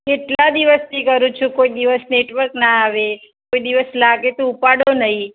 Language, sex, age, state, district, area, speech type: Gujarati, female, 45-60, Gujarat, Mehsana, rural, conversation